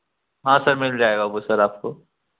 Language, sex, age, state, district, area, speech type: Hindi, female, 18-30, Madhya Pradesh, Gwalior, urban, conversation